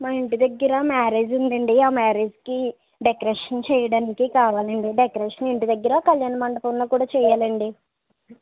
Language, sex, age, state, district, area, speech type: Telugu, female, 30-45, Andhra Pradesh, East Godavari, rural, conversation